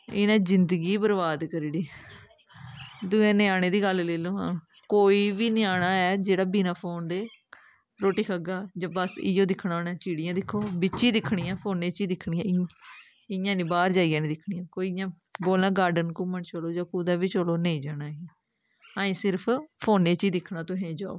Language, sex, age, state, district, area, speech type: Dogri, female, 18-30, Jammu and Kashmir, Kathua, rural, spontaneous